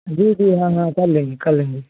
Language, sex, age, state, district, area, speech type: Hindi, male, 18-30, Uttar Pradesh, Jaunpur, urban, conversation